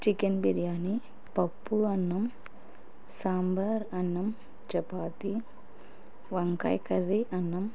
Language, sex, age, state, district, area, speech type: Telugu, female, 30-45, Andhra Pradesh, Kurnool, rural, spontaneous